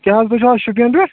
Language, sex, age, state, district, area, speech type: Kashmiri, male, 18-30, Jammu and Kashmir, Shopian, rural, conversation